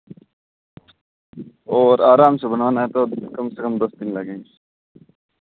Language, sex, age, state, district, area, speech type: Hindi, male, 18-30, Rajasthan, Nagaur, rural, conversation